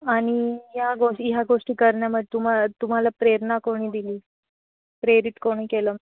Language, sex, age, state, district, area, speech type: Marathi, female, 18-30, Maharashtra, Nashik, urban, conversation